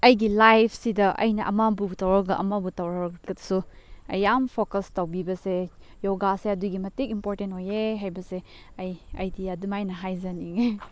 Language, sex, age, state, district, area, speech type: Manipuri, female, 18-30, Manipur, Chandel, rural, spontaneous